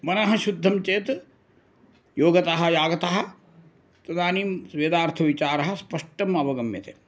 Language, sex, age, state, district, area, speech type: Sanskrit, male, 60+, Karnataka, Uttara Kannada, rural, spontaneous